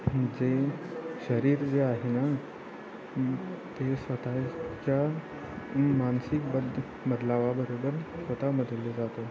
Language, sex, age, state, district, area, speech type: Marathi, male, 18-30, Maharashtra, Ratnagiri, rural, spontaneous